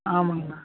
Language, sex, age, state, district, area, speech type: Tamil, male, 18-30, Tamil Nadu, Perambalur, rural, conversation